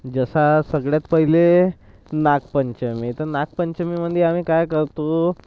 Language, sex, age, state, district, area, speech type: Marathi, male, 30-45, Maharashtra, Nagpur, rural, spontaneous